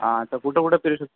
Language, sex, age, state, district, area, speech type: Marathi, male, 45-60, Maharashtra, Amravati, urban, conversation